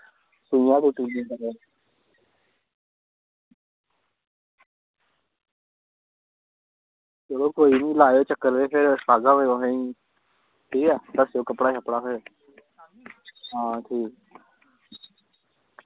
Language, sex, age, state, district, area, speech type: Dogri, male, 18-30, Jammu and Kashmir, Jammu, rural, conversation